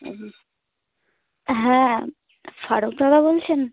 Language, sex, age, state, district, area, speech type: Bengali, female, 18-30, West Bengal, Dakshin Dinajpur, urban, conversation